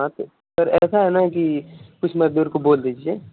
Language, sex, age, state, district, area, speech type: Hindi, male, 18-30, Uttar Pradesh, Mau, rural, conversation